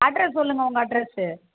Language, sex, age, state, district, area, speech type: Tamil, female, 45-60, Tamil Nadu, Kallakurichi, rural, conversation